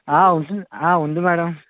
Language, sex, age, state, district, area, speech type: Telugu, male, 30-45, Andhra Pradesh, Vizianagaram, urban, conversation